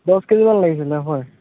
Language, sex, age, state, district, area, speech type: Assamese, male, 18-30, Assam, Lakhimpur, rural, conversation